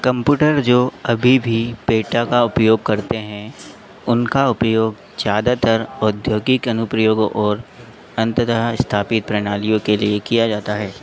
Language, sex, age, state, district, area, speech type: Hindi, male, 30-45, Madhya Pradesh, Harda, urban, read